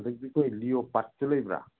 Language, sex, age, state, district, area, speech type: Manipuri, male, 30-45, Manipur, Senapati, rural, conversation